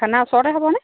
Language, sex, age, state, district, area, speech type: Assamese, female, 30-45, Assam, Sivasagar, rural, conversation